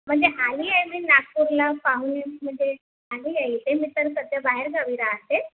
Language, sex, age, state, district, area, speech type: Marathi, female, 30-45, Maharashtra, Nagpur, urban, conversation